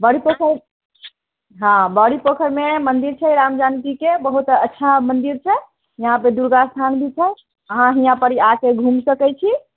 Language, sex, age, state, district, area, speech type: Maithili, female, 18-30, Bihar, Muzaffarpur, rural, conversation